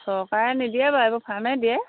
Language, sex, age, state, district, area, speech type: Assamese, female, 45-60, Assam, Golaghat, rural, conversation